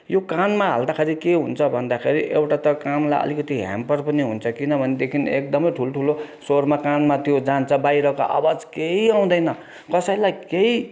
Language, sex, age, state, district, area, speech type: Nepali, male, 60+, West Bengal, Kalimpong, rural, spontaneous